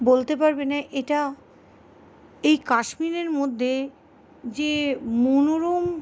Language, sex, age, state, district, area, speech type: Bengali, female, 60+, West Bengal, Paschim Bardhaman, urban, spontaneous